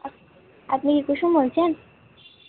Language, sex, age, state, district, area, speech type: Bengali, female, 18-30, West Bengal, Malda, urban, conversation